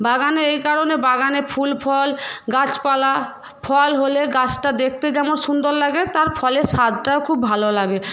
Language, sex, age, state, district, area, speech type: Bengali, female, 18-30, West Bengal, Paschim Medinipur, rural, spontaneous